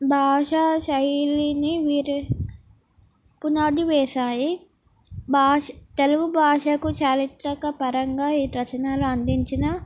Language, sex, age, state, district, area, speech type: Telugu, female, 18-30, Telangana, Komaram Bheem, urban, spontaneous